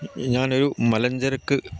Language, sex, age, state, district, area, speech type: Malayalam, male, 60+, Kerala, Idukki, rural, spontaneous